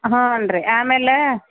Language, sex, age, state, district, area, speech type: Kannada, female, 45-60, Karnataka, Dharwad, rural, conversation